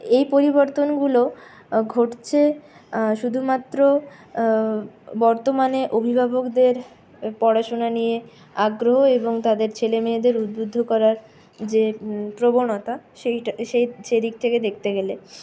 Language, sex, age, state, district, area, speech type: Bengali, female, 60+, West Bengal, Purulia, urban, spontaneous